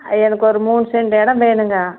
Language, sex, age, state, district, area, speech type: Tamil, female, 60+, Tamil Nadu, Erode, rural, conversation